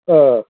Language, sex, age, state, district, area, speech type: Kannada, male, 60+, Karnataka, Kolar, urban, conversation